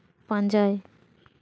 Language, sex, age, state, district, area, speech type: Santali, female, 30-45, West Bengal, Paschim Bardhaman, rural, read